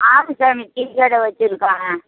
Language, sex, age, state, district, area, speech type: Tamil, female, 60+, Tamil Nadu, Madurai, rural, conversation